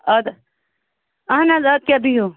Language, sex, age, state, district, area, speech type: Kashmiri, female, 30-45, Jammu and Kashmir, Baramulla, rural, conversation